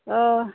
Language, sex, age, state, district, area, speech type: Assamese, female, 30-45, Assam, Nalbari, rural, conversation